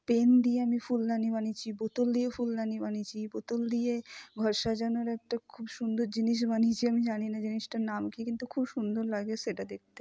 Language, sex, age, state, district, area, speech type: Bengali, female, 45-60, West Bengal, Purba Bardhaman, rural, spontaneous